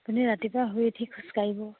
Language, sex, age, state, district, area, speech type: Assamese, female, 60+, Assam, Dibrugarh, rural, conversation